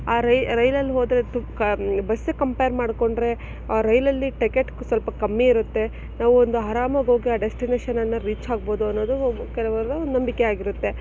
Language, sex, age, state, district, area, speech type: Kannada, female, 18-30, Karnataka, Chikkaballapur, rural, spontaneous